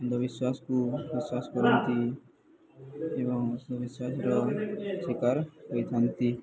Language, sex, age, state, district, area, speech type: Odia, male, 18-30, Odisha, Subarnapur, urban, spontaneous